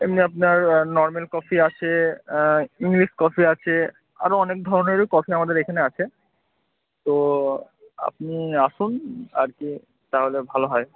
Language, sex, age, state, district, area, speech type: Bengali, male, 18-30, West Bengal, Murshidabad, urban, conversation